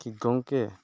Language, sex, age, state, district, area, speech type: Santali, male, 18-30, Jharkhand, Seraikela Kharsawan, rural, spontaneous